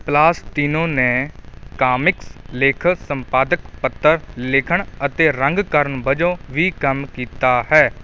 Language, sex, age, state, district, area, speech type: Punjabi, male, 30-45, Punjab, Kapurthala, urban, read